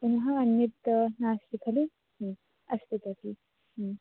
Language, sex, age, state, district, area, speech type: Sanskrit, female, 18-30, Karnataka, Dharwad, urban, conversation